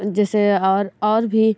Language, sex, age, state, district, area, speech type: Hindi, female, 30-45, Uttar Pradesh, Bhadohi, rural, spontaneous